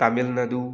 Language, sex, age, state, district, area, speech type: Manipuri, male, 18-30, Manipur, Thoubal, rural, spontaneous